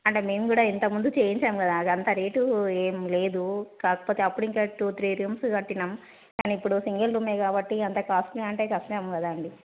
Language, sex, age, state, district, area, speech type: Telugu, female, 30-45, Telangana, Karimnagar, rural, conversation